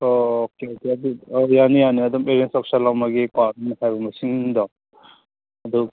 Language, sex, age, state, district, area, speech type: Manipuri, male, 30-45, Manipur, Kakching, rural, conversation